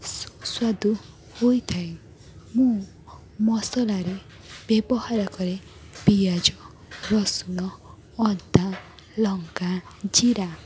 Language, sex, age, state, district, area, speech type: Odia, female, 30-45, Odisha, Cuttack, urban, spontaneous